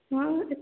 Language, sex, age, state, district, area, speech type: Odia, female, 18-30, Odisha, Koraput, urban, conversation